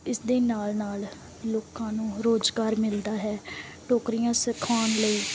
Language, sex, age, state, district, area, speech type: Punjabi, female, 18-30, Punjab, Bathinda, rural, spontaneous